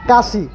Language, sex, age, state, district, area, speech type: Odia, male, 30-45, Odisha, Malkangiri, urban, spontaneous